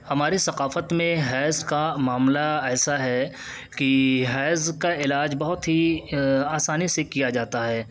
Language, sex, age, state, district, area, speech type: Urdu, male, 18-30, Uttar Pradesh, Siddharthnagar, rural, spontaneous